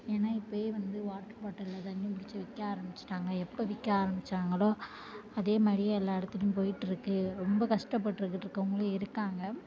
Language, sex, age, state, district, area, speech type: Tamil, female, 18-30, Tamil Nadu, Mayiladuthurai, urban, spontaneous